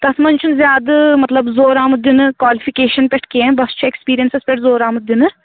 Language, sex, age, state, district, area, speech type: Kashmiri, female, 18-30, Jammu and Kashmir, Anantnag, rural, conversation